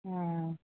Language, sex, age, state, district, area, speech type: Odia, female, 45-60, Odisha, Rayagada, rural, conversation